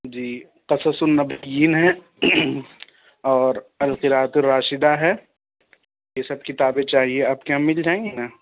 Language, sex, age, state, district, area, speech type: Urdu, male, 18-30, Uttar Pradesh, Lucknow, urban, conversation